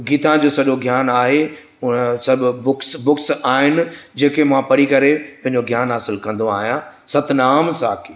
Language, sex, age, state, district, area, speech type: Sindhi, male, 60+, Gujarat, Surat, urban, spontaneous